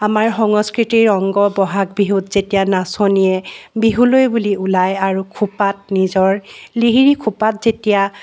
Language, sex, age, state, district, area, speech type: Assamese, female, 45-60, Assam, Charaideo, urban, spontaneous